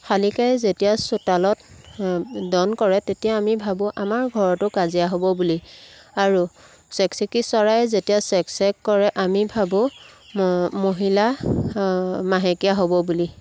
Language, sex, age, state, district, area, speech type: Assamese, female, 30-45, Assam, Jorhat, urban, spontaneous